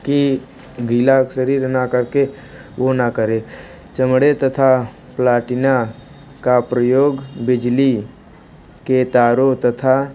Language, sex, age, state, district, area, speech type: Hindi, male, 18-30, Uttar Pradesh, Mirzapur, rural, spontaneous